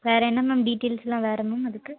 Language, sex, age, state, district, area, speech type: Tamil, female, 18-30, Tamil Nadu, Tiruchirappalli, rural, conversation